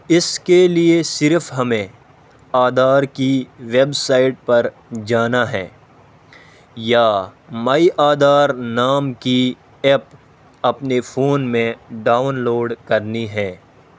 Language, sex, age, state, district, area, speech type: Urdu, male, 18-30, Delhi, North East Delhi, rural, spontaneous